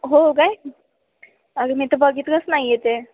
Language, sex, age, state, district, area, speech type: Marathi, female, 18-30, Maharashtra, Ahmednagar, rural, conversation